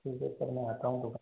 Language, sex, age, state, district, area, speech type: Hindi, male, 45-60, Rajasthan, Karauli, rural, conversation